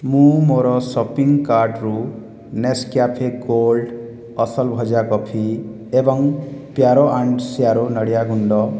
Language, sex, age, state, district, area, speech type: Odia, male, 18-30, Odisha, Boudh, rural, read